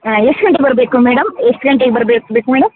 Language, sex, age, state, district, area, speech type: Kannada, female, 30-45, Karnataka, Kodagu, rural, conversation